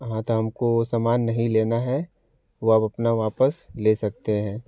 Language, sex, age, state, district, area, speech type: Hindi, male, 18-30, Uttar Pradesh, Varanasi, rural, spontaneous